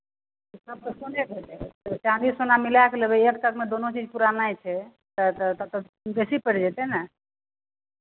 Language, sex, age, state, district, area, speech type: Maithili, female, 45-60, Bihar, Madhepura, urban, conversation